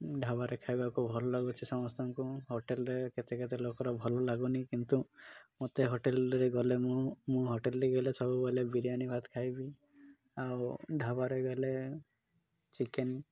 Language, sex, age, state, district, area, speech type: Odia, male, 30-45, Odisha, Malkangiri, urban, spontaneous